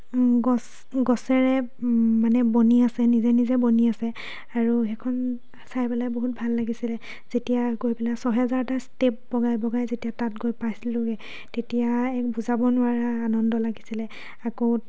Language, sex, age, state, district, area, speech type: Assamese, female, 18-30, Assam, Dhemaji, rural, spontaneous